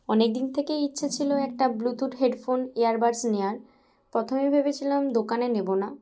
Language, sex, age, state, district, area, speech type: Bengali, female, 18-30, West Bengal, Bankura, rural, spontaneous